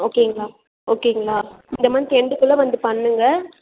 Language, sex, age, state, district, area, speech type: Tamil, female, 18-30, Tamil Nadu, Chengalpattu, urban, conversation